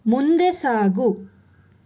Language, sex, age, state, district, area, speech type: Kannada, female, 30-45, Karnataka, Chikkaballapur, urban, read